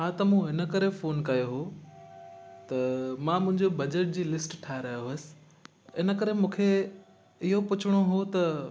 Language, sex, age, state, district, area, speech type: Sindhi, male, 18-30, Gujarat, Kutch, urban, spontaneous